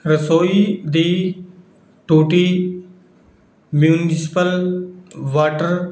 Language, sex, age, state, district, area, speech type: Punjabi, male, 18-30, Punjab, Fazilka, rural, read